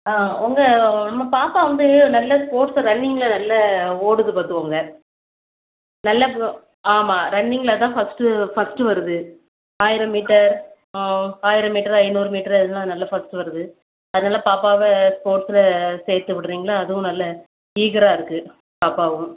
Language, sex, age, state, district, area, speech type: Tamil, female, 30-45, Tamil Nadu, Thoothukudi, urban, conversation